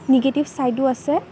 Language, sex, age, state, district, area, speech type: Assamese, female, 18-30, Assam, Kamrup Metropolitan, urban, spontaneous